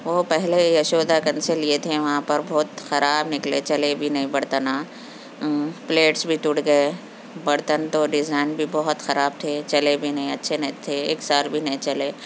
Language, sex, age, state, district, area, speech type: Urdu, female, 60+, Telangana, Hyderabad, urban, spontaneous